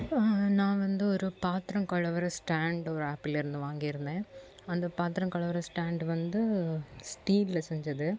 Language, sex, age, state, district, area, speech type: Tamil, female, 18-30, Tamil Nadu, Kanyakumari, urban, spontaneous